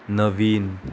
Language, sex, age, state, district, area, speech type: Goan Konkani, female, 18-30, Goa, Murmgao, urban, spontaneous